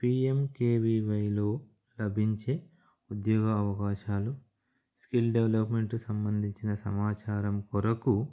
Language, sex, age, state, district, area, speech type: Telugu, male, 30-45, Andhra Pradesh, Nellore, urban, spontaneous